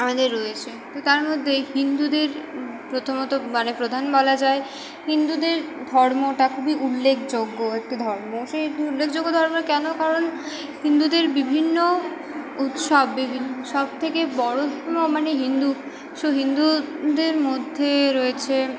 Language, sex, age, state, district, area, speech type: Bengali, female, 18-30, West Bengal, Purba Bardhaman, urban, spontaneous